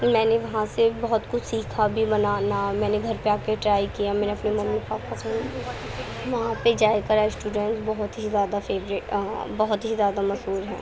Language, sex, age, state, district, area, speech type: Urdu, female, 18-30, Uttar Pradesh, Gautam Buddha Nagar, urban, spontaneous